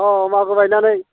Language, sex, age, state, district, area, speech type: Bodo, male, 60+, Assam, Baksa, urban, conversation